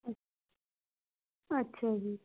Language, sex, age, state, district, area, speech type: Punjabi, female, 30-45, Punjab, Hoshiarpur, rural, conversation